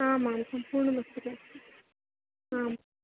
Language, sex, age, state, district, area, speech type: Sanskrit, female, 18-30, Rajasthan, Jaipur, urban, conversation